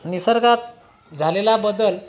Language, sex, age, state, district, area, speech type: Marathi, male, 30-45, Maharashtra, Washim, rural, spontaneous